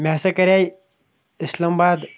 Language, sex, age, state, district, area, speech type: Kashmiri, male, 18-30, Jammu and Kashmir, Kulgam, rural, spontaneous